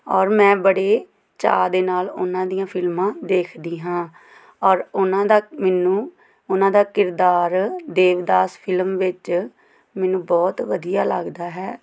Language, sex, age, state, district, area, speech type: Punjabi, female, 30-45, Punjab, Tarn Taran, rural, spontaneous